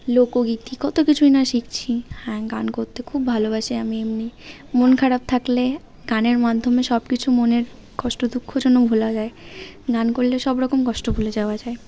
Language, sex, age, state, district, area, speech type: Bengali, female, 18-30, West Bengal, Birbhum, urban, spontaneous